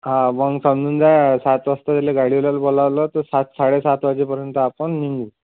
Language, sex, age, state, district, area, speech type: Marathi, male, 18-30, Maharashtra, Amravati, urban, conversation